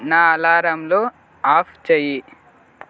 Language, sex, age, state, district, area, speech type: Telugu, male, 18-30, Telangana, Peddapalli, rural, read